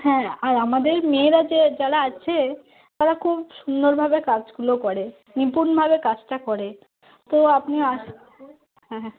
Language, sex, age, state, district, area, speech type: Bengali, female, 30-45, West Bengal, Cooch Behar, rural, conversation